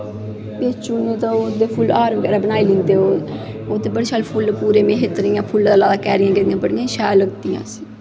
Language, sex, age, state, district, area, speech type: Dogri, female, 18-30, Jammu and Kashmir, Kathua, rural, spontaneous